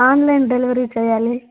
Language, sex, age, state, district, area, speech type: Telugu, female, 18-30, Andhra Pradesh, Nellore, rural, conversation